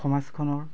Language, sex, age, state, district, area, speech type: Assamese, male, 45-60, Assam, Goalpara, rural, spontaneous